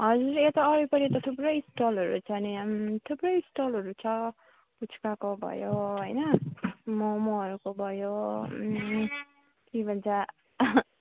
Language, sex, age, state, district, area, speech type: Nepali, female, 30-45, West Bengal, Alipurduar, rural, conversation